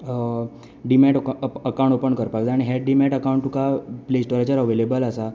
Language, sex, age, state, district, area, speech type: Goan Konkani, male, 18-30, Goa, Tiswadi, rural, spontaneous